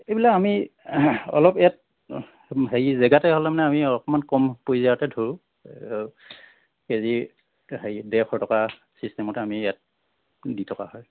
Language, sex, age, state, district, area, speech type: Assamese, male, 45-60, Assam, Tinsukia, rural, conversation